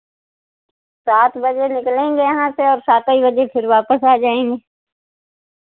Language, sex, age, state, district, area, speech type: Hindi, female, 60+, Uttar Pradesh, Sitapur, rural, conversation